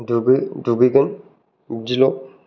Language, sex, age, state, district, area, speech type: Bodo, male, 18-30, Assam, Kokrajhar, urban, spontaneous